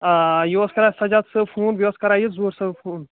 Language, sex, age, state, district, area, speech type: Kashmiri, male, 18-30, Jammu and Kashmir, Baramulla, urban, conversation